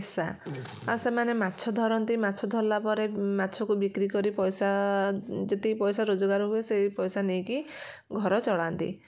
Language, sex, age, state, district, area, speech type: Odia, female, 45-60, Odisha, Kendujhar, urban, spontaneous